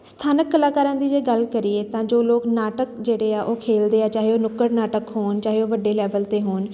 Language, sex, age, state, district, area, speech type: Punjabi, female, 30-45, Punjab, Shaheed Bhagat Singh Nagar, urban, spontaneous